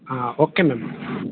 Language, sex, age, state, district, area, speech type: Hindi, male, 30-45, Madhya Pradesh, Betul, urban, conversation